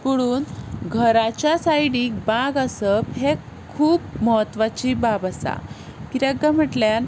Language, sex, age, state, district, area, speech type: Goan Konkani, female, 18-30, Goa, Ponda, rural, spontaneous